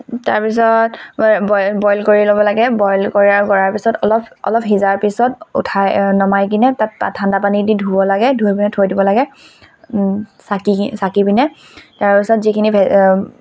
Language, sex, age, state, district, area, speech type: Assamese, female, 18-30, Assam, Tinsukia, urban, spontaneous